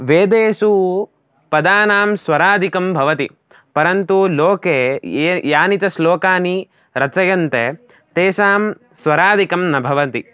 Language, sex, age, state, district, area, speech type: Sanskrit, male, 18-30, Karnataka, Davanagere, rural, spontaneous